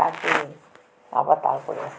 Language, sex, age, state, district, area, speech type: Bengali, female, 60+, West Bengal, Alipurduar, rural, spontaneous